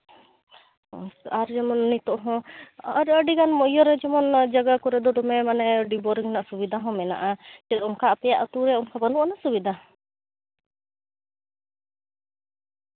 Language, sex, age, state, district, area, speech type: Santali, female, 18-30, Jharkhand, Seraikela Kharsawan, rural, conversation